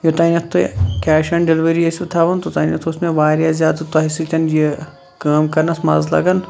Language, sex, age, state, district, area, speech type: Kashmiri, male, 30-45, Jammu and Kashmir, Shopian, rural, spontaneous